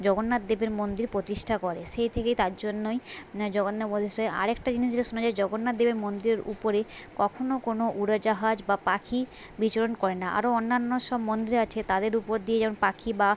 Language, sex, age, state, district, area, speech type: Bengali, female, 30-45, West Bengal, Jhargram, rural, spontaneous